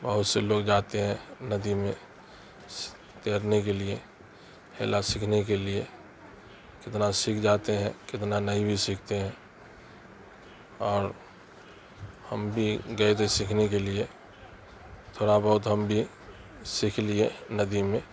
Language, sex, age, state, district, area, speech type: Urdu, male, 45-60, Bihar, Darbhanga, rural, spontaneous